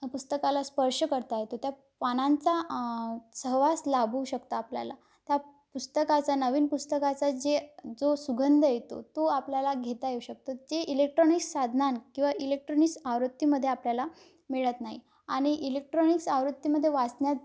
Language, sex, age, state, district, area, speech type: Marathi, female, 18-30, Maharashtra, Amravati, rural, spontaneous